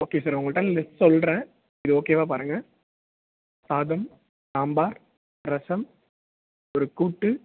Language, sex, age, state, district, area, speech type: Tamil, male, 18-30, Tamil Nadu, Perambalur, urban, conversation